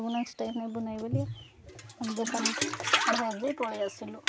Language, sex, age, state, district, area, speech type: Odia, female, 30-45, Odisha, Koraput, urban, spontaneous